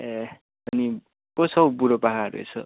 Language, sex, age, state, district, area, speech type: Nepali, male, 18-30, West Bengal, Kalimpong, rural, conversation